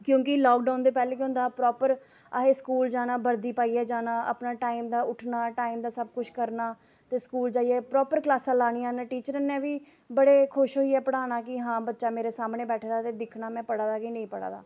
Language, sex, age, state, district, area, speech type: Dogri, female, 18-30, Jammu and Kashmir, Samba, rural, spontaneous